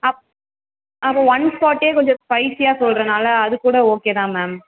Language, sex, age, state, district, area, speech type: Tamil, female, 18-30, Tamil Nadu, Perambalur, urban, conversation